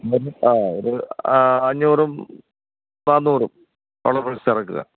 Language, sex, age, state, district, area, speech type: Malayalam, male, 60+, Kerala, Thiruvananthapuram, urban, conversation